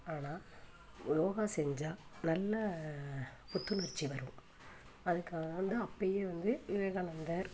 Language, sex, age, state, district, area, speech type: Tamil, female, 60+, Tamil Nadu, Thanjavur, urban, spontaneous